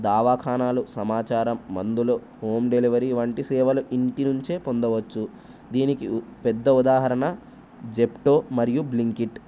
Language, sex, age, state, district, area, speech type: Telugu, male, 18-30, Telangana, Jayashankar, urban, spontaneous